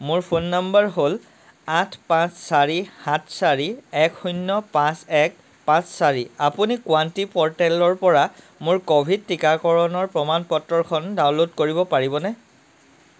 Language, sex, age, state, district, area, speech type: Assamese, male, 30-45, Assam, Sivasagar, rural, read